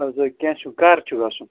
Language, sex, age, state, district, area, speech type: Kashmiri, male, 30-45, Jammu and Kashmir, Srinagar, urban, conversation